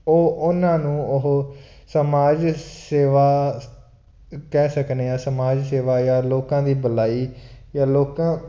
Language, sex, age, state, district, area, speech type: Punjabi, male, 18-30, Punjab, Fazilka, rural, spontaneous